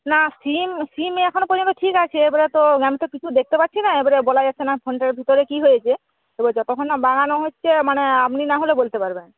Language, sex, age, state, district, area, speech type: Bengali, female, 45-60, West Bengal, Nadia, rural, conversation